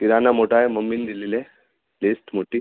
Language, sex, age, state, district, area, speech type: Marathi, male, 18-30, Maharashtra, Amravati, urban, conversation